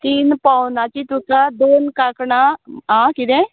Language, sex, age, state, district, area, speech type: Goan Konkani, female, 30-45, Goa, Quepem, rural, conversation